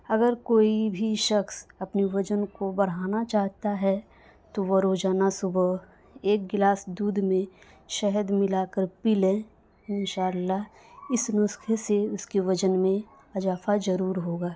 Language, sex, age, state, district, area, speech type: Urdu, female, 18-30, Bihar, Madhubani, rural, spontaneous